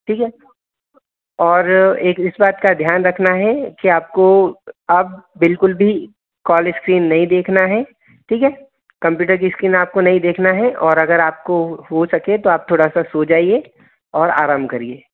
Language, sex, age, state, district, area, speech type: Hindi, male, 18-30, Madhya Pradesh, Bhopal, urban, conversation